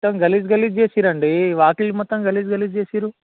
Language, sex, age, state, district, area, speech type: Telugu, male, 18-30, Telangana, Karimnagar, urban, conversation